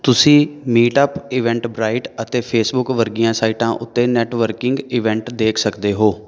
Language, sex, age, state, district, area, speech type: Punjabi, male, 30-45, Punjab, Amritsar, urban, read